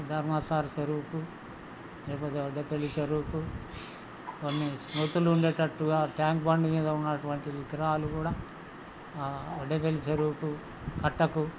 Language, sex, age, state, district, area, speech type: Telugu, male, 60+, Telangana, Hanamkonda, rural, spontaneous